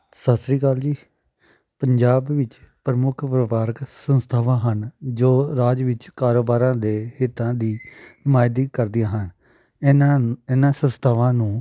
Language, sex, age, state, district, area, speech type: Punjabi, male, 30-45, Punjab, Amritsar, urban, spontaneous